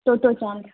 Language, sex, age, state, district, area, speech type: Gujarati, female, 30-45, Gujarat, Anand, rural, conversation